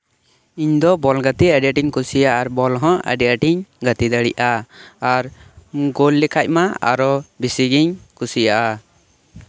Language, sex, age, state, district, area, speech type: Santali, male, 18-30, West Bengal, Birbhum, rural, spontaneous